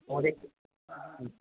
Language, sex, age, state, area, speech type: Sanskrit, male, 18-30, Rajasthan, rural, conversation